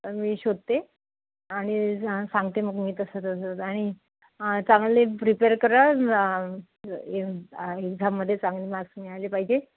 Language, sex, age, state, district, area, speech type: Marathi, female, 45-60, Maharashtra, Nagpur, urban, conversation